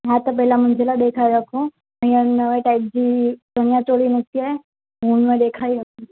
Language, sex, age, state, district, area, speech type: Sindhi, female, 18-30, Gujarat, Surat, urban, conversation